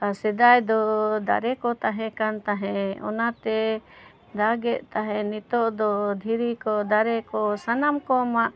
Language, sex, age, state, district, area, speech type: Santali, female, 45-60, Jharkhand, Bokaro, rural, spontaneous